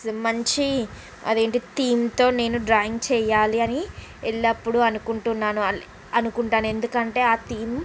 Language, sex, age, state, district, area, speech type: Telugu, female, 45-60, Andhra Pradesh, Srikakulam, urban, spontaneous